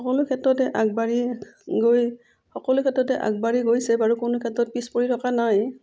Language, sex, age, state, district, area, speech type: Assamese, female, 45-60, Assam, Udalguri, rural, spontaneous